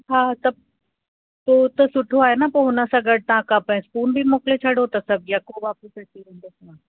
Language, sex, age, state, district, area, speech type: Sindhi, female, 60+, Uttar Pradesh, Lucknow, urban, conversation